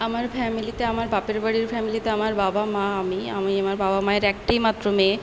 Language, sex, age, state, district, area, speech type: Bengali, female, 18-30, West Bengal, Paschim Medinipur, rural, spontaneous